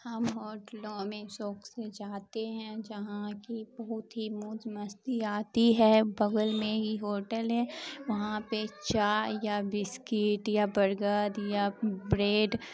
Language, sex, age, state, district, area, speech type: Urdu, female, 18-30, Bihar, Khagaria, rural, spontaneous